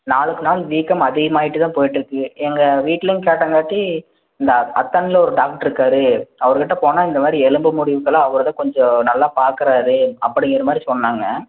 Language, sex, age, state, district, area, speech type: Tamil, male, 18-30, Tamil Nadu, Erode, rural, conversation